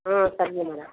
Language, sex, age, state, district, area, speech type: Tamil, female, 60+, Tamil Nadu, Ariyalur, rural, conversation